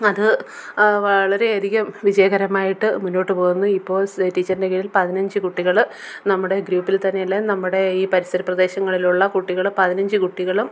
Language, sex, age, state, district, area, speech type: Malayalam, female, 30-45, Kerala, Kollam, rural, spontaneous